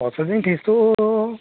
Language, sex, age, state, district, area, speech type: Assamese, male, 30-45, Assam, Sivasagar, urban, conversation